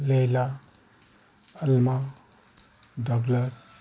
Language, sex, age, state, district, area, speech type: Bengali, male, 45-60, West Bengal, Howrah, urban, spontaneous